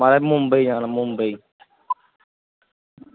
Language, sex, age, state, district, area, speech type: Dogri, male, 18-30, Jammu and Kashmir, Jammu, rural, conversation